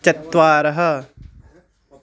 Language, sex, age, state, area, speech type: Sanskrit, male, 18-30, Delhi, rural, read